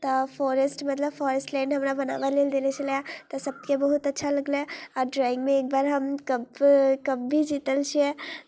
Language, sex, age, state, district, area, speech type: Maithili, female, 18-30, Bihar, Muzaffarpur, rural, spontaneous